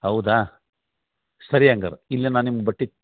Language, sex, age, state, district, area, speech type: Kannada, male, 45-60, Karnataka, Gadag, rural, conversation